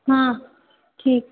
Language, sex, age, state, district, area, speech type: Hindi, female, 18-30, Uttar Pradesh, Jaunpur, urban, conversation